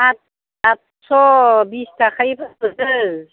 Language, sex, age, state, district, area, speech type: Bodo, female, 60+, Assam, Baksa, rural, conversation